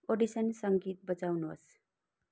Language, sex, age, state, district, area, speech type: Nepali, female, 30-45, West Bengal, Kalimpong, rural, read